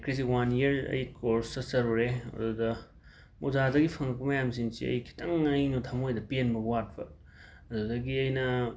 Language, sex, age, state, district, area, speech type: Manipuri, male, 18-30, Manipur, Imphal West, rural, spontaneous